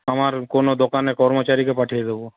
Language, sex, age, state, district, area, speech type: Bengali, male, 18-30, West Bengal, Paschim Medinipur, rural, conversation